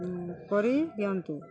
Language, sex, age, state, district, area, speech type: Odia, female, 60+, Odisha, Balangir, urban, spontaneous